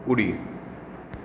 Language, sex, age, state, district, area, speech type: Goan Konkani, male, 18-30, Goa, Tiswadi, rural, read